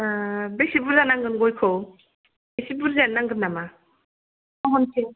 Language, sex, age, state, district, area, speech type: Bodo, female, 30-45, Assam, Kokrajhar, rural, conversation